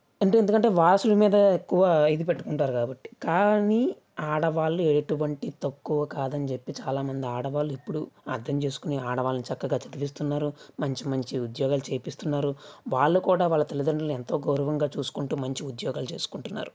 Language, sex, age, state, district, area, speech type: Telugu, male, 45-60, Andhra Pradesh, West Godavari, rural, spontaneous